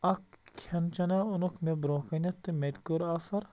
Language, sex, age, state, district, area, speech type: Kashmiri, male, 45-60, Jammu and Kashmir, Baramulla, rural, spontaneous